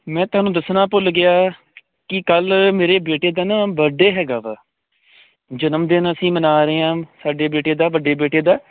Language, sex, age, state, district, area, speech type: Punjabi, male, 30-45, Punjab, Kapurthala, rural, conversation